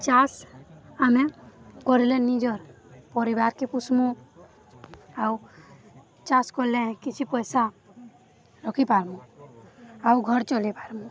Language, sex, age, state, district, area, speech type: Odia, female, 18-30, Odisha, Balangir, urban, spontaneous